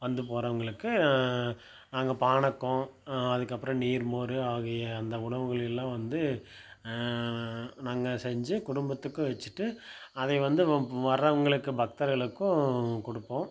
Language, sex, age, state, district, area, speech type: Tamil, male, 30-45, Tamil Nadu, Tiruppur, rural, spontaneous